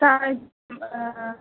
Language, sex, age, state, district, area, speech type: Sanskrit, female, 18-30, Kerala, Thrissur, urban, conversation